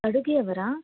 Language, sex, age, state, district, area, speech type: Kannada, female, 18-30, Karnataka, Shimoga, rural, conversation